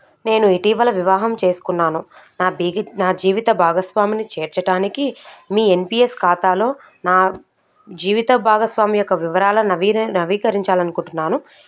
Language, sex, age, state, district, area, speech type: Telugu, female, 30-45, Telangana, Medchal, urban, spontaneous